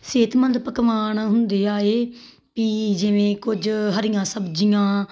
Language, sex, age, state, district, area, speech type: Punjabi, female, 30-45, Punjab, Tarn Taran, rural, spontaneous